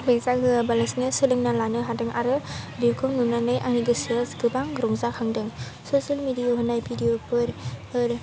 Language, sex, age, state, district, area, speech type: Bodo, female, 18-30, Assam, Baksa, rural, spontaneous